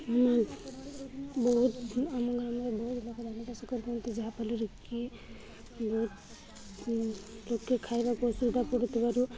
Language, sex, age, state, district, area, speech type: Odia, female, 18-30, Odisha, Balangir, urban, spontaneous